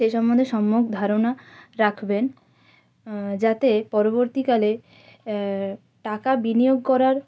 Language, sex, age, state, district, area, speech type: Bengali, female, 18-30, West Bengal, North 24 Parganas, rural, spontaneous